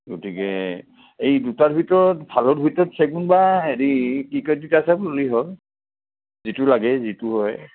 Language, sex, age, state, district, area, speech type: Assamese, male, 60+, Assam, Udalguri, urban, conversation